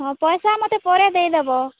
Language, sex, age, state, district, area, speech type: Odia, female, 18-30, Odisha, Balangir, urban, conversation